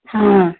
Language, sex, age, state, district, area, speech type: Maithili, female, 45-60, Bihar, Araria, rural, conversation